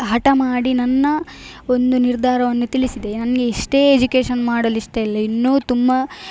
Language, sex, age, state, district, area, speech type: Kannada, female, 18-30, Karnataka, Dakshina Kannada, rural, spontaneous